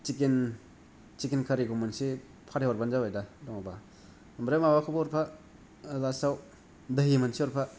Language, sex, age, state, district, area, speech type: Bodo, male, 30-45, Assam, Kokrajhar, rural, spontaneous